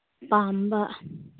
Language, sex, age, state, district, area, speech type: Manipuri, female, 30-45, Manipur, Chandel, rural, conversation